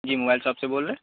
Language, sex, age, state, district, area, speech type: Urdu, male, 18-30, Bihar, Saharsa, rural, conversation